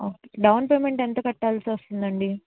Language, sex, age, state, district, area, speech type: Telugu, female, 18-30, Andhra Pradesh, N T Rama Rao, urban, conversation